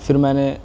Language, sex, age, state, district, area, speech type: Urdu, male, 18-30, Uttar Pradesh, Siddharthnagar, rural, spontaneous